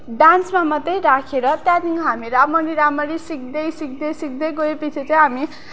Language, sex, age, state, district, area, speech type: Nepali, female, 18-30, West Bengal, Darjeeling, rural, spontaneous